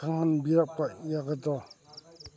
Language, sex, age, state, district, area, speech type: Manipuri, male, 60+, Manipur, Chandel, rural, read